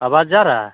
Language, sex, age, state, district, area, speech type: Hindi, male, 18-30, Bihar, Begusarai, rural, conversation